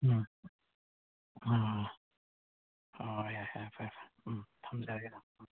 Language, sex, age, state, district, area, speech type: Manipuri, male, 45-60, Manipur, Bishnupur, rural, conversation